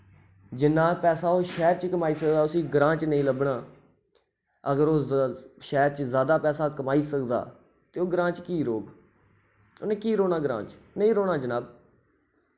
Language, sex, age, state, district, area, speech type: Dogri, male, 30-45, Jammu and Kashmir, Reasi, rural, spontaneous